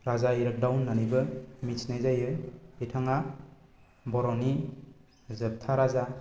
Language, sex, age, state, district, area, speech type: Bodo, male, 18-30, Assam, Baksa, rural, spontaneous